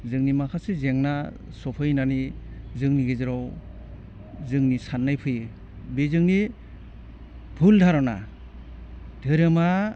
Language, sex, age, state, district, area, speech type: Bodo, male, 60+, Assam, Udalguri, urban, spontaneous